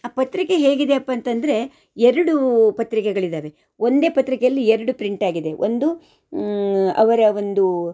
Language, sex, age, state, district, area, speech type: Kannada, female, 45-60, Karnataka, Shimoga, rural, spontaneous